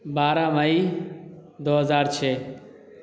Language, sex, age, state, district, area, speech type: Urdu, male, 18-30, Delhi, South Delhi, urban, spontaneous